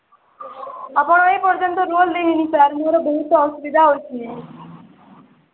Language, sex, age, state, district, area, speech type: Odia, female, 18-30, Odisha, Balangir, urban, conversation